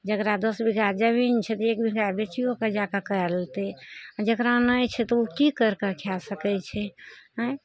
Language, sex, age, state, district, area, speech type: Maithili, female, 60+, Bihar, Araria, rural, spontaneous